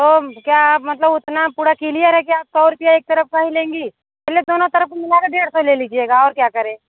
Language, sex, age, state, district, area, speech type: Hindi, female, 45-60, Uttar Pradesh, Mirzapur, rural, conversation